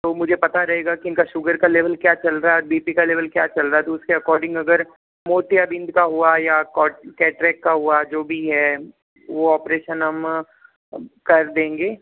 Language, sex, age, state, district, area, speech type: Hindi, male, 60+, Rajasthan, Jodhpur, rural, conversation